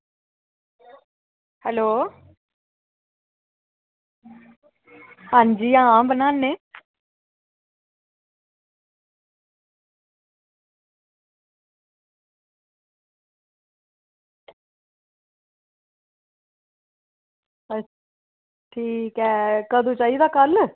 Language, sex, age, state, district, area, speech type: Dogri, female, 30-45, Jammu and Kashmir, Reasi, rural, conversation